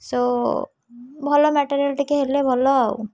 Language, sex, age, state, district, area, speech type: Odia, female, 30-45, Odisha, Kendrapara, urban, spontaneous